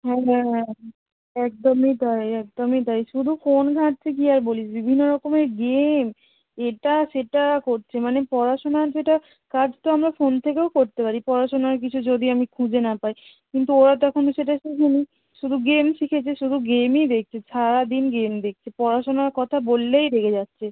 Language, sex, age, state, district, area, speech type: Bengali, female, 18-30, West Bengal, North 24 Parganas, urban, conversation